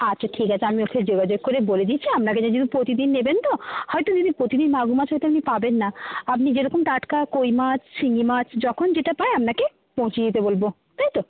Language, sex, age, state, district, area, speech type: Bengali, female, 60+, West Bengal, Jhargram, rural, conversation